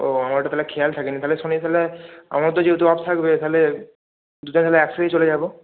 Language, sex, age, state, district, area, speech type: Bengali, male, 18-30, West Bengal, Hooghly, urban, conversation